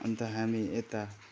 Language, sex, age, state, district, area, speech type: Nepali, male, 30-45, West Bengal, Kalimpong, rural, spontaneous